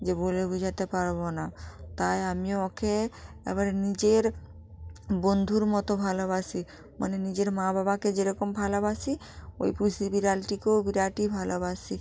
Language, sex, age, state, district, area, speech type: Bengali, female, 45-60, West Bengal, North 24 Parganas, rural, spontaneous